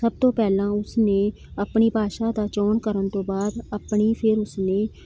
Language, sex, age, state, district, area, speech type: Punjabi, female, 45-60, Punjab, Jalandhar, urban, spontaneous